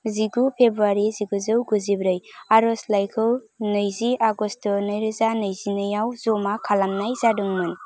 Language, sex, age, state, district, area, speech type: Bodo, female, 18-30, Assam, Kokrajhar, rural, read